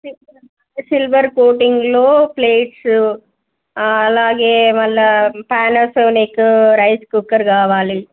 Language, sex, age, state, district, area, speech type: Telugu, female, 30-45, Telangana, Jangaon, rural, conversation